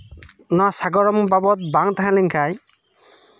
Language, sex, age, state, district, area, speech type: Santali, male, 30-45, West Bengal, Bankura, rural, spontaneous